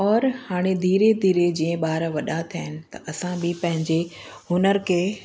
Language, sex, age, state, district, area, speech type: Sindhi, female, 45-60, Uttar Pradesh, Lucknow, urban, spontaneous